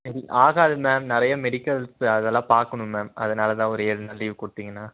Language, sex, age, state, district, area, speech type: Tamil, male, 18-30, Tamil Nadu, Nilgiris, urban, conversation